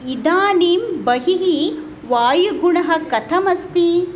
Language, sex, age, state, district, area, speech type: Sanskrit, female, 30-45, Tamil Nadu, Coimbatore, rural, read